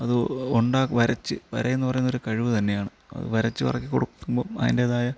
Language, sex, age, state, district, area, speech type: Malayalam, male, 30-45, Kerala, Thiruvananthapuram, rural, spontaneous